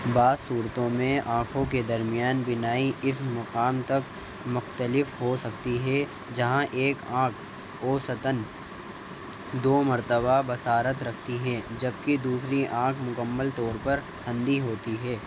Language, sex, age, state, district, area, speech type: Urdu, male, 18-30, Delhi, East Delhi, urban, read